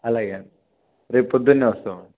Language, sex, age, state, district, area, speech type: Telugu, male, 18-30, Telangana, Kamareddy, urban, conversation